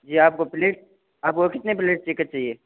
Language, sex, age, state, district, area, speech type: Hindi, male, 18-30, Rajasthan, Jodhpur, urban, conversation